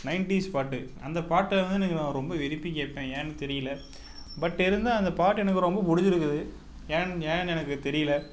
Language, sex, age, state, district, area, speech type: Tamil, male, 18-30, Tamil Nadu, Tiruppur, rural, spontaneous